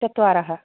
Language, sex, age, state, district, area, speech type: Sanskrit, female, 45-60, Karnataka, Mysore, urban, conversation